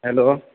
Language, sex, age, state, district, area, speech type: Maithili, male, 30-45, Bihar, Purnia, rural, conversation